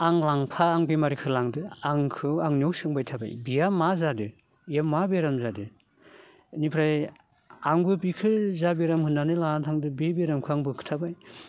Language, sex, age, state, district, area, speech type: Bodo, male, 60+, Assam, Baksa, urban, spontaneous